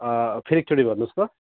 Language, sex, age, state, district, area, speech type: Nepali, male, 30-45, West Bengal, Alipurduar, urban, conversation